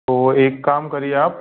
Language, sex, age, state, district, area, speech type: Hindi, male, 18-30, Madhya Pradesh, Bhopal, urban, conversation